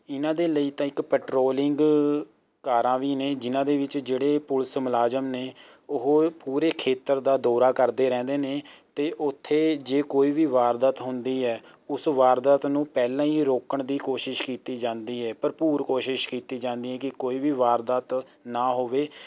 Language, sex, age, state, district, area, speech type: Punjabi, male, 18-30, Punjab, Rupnagar, rural, spontaneous